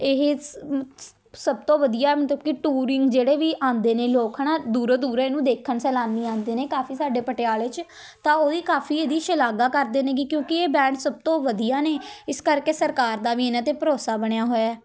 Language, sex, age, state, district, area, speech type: Punjabi, female, 18-30, Punjab, Patiala, urban, spontaneous